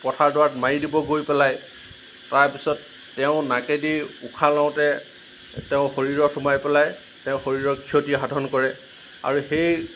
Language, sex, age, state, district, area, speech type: Assamese, male, 45-60, Assam, Lakhimpur, rural, spontaneous